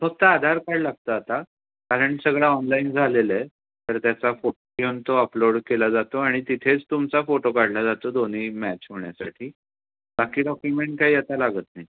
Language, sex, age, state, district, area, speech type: Marathi, male, 18-30, Maharashtra, Raigad, rural, conversation